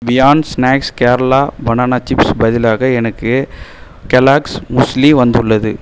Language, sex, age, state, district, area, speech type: Tamil, male, 30-45, Tamil Nadu, Viluppuram, rural, read